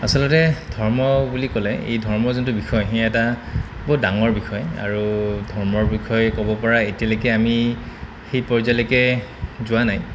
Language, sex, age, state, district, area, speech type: Assamese, male, 30-45, Assam, Goalpara, urban, spontaneous